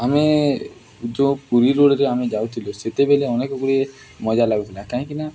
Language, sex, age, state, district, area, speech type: Odia, male, 18-30, Odisha, Nuapada, urban, spontaneous